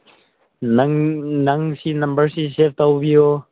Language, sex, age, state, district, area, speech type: Manipuri, male, 18-30, Manipur, Senapati, rural, conversation